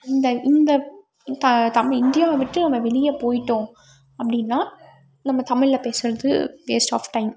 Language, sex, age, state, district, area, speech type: Tamil, female, 18-30, Tamil Nadu, Tiruppur, rural, spontaneous